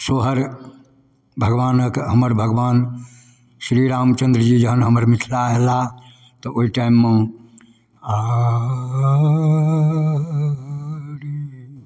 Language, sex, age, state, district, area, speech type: Maithili, male, 60+, Bihar, Darbhanga, rural, spontaneous